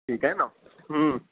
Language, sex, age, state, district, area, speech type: Sindhi, male, 30-45, Gujarat, Kutch, rural, conversation